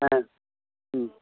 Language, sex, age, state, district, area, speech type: Tamil, male, 60+, Tamil Nadu, Thanjavur, rural, conversation